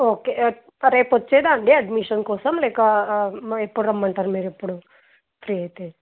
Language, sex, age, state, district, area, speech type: Telugu, female, 18-30, Andhra Pradesh, Anantapur, rural, conversation